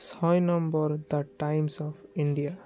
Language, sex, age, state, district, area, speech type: Assamese, male, 30-45, Assam, Biswanath, rural, spontaneous